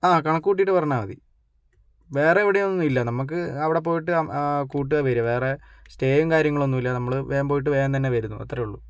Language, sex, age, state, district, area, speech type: Malayalam, male, 30-45, Kerala, Kozhikode, urban, spontaneous